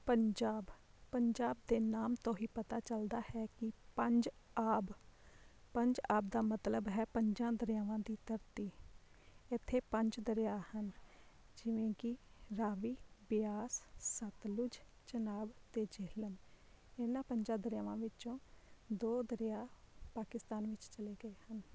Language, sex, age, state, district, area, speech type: Punjabi, female, 30-45, Punjab, Shaheed Bhagat Singh Nagar, urban, spontaneous